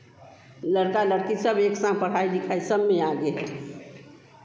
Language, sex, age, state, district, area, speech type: Hindi, female, 60+, Bihar, Vaishali, urban, spontaneous